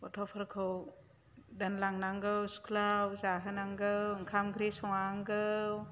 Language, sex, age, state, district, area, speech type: Bodo, female, 45-60, Assam, Chirang, rural, spontaneous